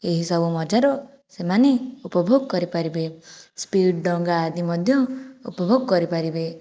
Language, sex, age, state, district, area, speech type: Odia, female, 45-60, Odisha, Jajpur, rural, spontaneous